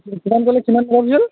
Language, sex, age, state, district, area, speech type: Assamese, male, 18-30, Assam, Charaideo, rural, conversation